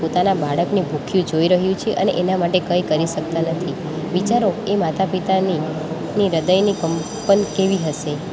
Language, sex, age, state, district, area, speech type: Gujarati, female, 18-30, Gujarat, Valsad, rural, spontaneous